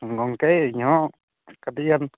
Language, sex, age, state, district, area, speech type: Santali, male, 18-30, West Bengal, Purulia, rural, conversation